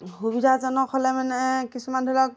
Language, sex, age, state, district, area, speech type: Assamese, female, 45-60, Assam, Golaghat, rural, spontaneous